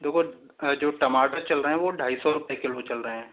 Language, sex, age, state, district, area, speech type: Hindi, male, 18-30, Rajasthan, Jaipur, urban, conversation